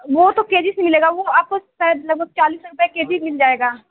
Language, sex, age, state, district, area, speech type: Hindi, female, 18-30, Uttar Pradesh, Mirzapur, urban, conversation